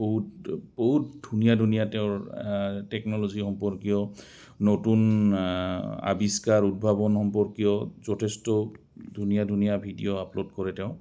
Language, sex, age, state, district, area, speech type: Assamese, male, 45-60, Assam, Goalpara, rural, spontaneous